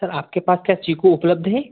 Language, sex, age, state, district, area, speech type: Hindi, male, 18-30, Madhya Pradesh, Betul, rural, conversation